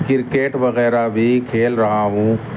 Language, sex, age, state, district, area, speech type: Urdu, male, 30-45, Uttar Pradesh, Muzaffarnagar, rural, spontaneous